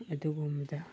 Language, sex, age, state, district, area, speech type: Manipuri, male, 30-45, Manipur, Chandel, rural, spontaneous